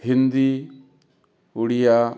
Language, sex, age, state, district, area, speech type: Bengali, male, 60+, West Bengal, South 24 Parganas, rural, spontaneous